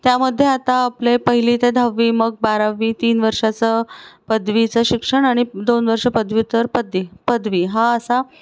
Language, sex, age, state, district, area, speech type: Marathi, female, 45-60, Maharashtra, Pune, urban, spontaneous